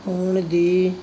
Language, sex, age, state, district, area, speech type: Punjabi, male, 30-45, Punjab, Barnala, rural, spontaneous